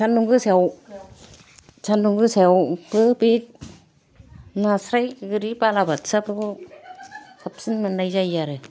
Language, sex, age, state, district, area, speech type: Bodo, female, 45-60, Assam, Kokrajhar, urban, spontaneous